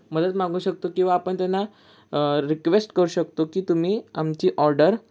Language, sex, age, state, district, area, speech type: Marathi, male, 18-30, Maharashtra, Sangli, urban, spontaneous